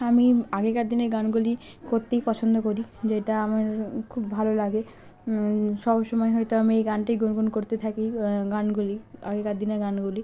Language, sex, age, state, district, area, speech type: Bengali, female, 45-60, West Bengal, Purba Medinipur, rural, spontaneous